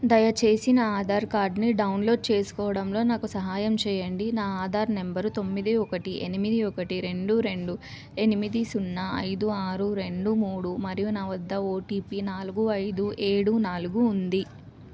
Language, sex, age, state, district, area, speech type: Telugu, female, 18-30, Telangana, Suryapet, urban, read